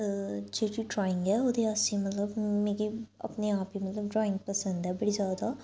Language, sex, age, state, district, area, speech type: Dogri, female, 30-45, Jammu and Kashmir, Reasi, urban, spontaneous